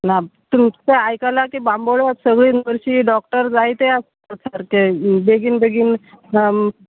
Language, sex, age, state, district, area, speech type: Goan Konkani, female, 45-60, Goa, Salcete, rural, conversation